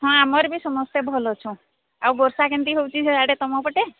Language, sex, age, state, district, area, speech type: Odia, female, 45-60, Odisha, Sambalpur, rural, conversation